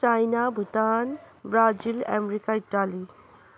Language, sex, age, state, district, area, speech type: Nepali, female, 30-45, West Bengal, Jalpaiguri, urban, spontaneous